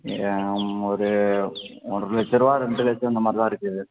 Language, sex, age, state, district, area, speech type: Tamil, male, 18-30, Tamil Nadu, Thanjavur, rural, conversation